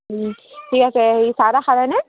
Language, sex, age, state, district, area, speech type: Assamese, female, 18-30, Assam, Sivasagar, rural, conversation